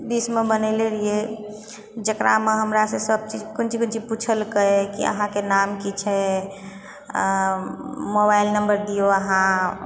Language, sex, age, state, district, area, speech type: Maithili, female, 30-45, Bihar, Purnia, urban, spontaneous